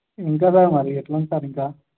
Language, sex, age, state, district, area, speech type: Telugu, male, 18-30, Andhra Pradesh, Nellore, urban, conversation